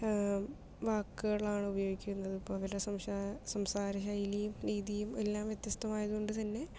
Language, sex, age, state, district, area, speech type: Malayalam, female, 30-45, Kerala, Palakkad, rural, spontaneous